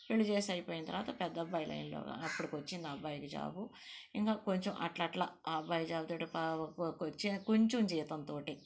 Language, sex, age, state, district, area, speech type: Telugu, female, 45-60, Andhra Pradesh, Nellore, rural, spontaneous